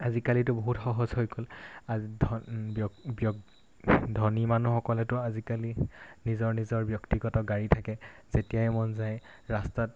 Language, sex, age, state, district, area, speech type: Assamese, male, 18-30, Assam, Golaghat, rural, spontaneous